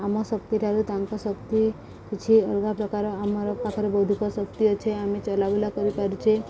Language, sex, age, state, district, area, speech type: Odia, female, 18-30, Odisha, Subarnapur, urban, spontaneous